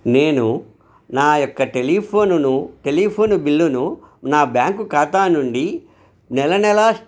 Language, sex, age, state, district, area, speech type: Telugu, male, 45-60, Andhra Pradesh, Krishna, rural, spontaneous